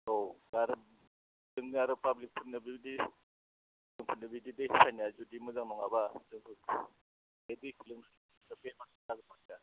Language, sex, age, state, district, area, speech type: Bodo, male, 45-60, Assam, Udalguri, rural, conversation